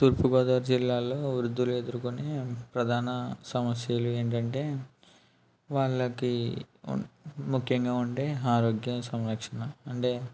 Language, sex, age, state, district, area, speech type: Telugu, male, 60+, Andhra Pradesh, East Godavari, rural, spontaneous